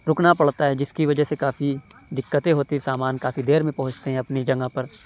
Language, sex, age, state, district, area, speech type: Urdu, male, 30-45, Uttar Pradesh, Lucknow, urban, spontaneous